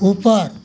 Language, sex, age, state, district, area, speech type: Hindi, male, 60+, Uttar Pradesh, Pratapgarh, rural, read